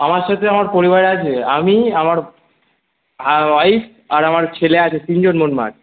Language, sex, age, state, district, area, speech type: Bengali, male, 18-30, West Bengal, Darjeeling, urban, conversation